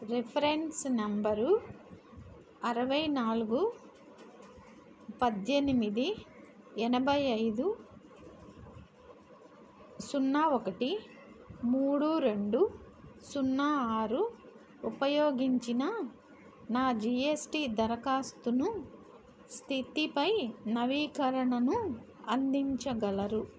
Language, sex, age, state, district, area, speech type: Telugu, female, 60+, Andhra Pradesh, N T Rama Rao, urban, read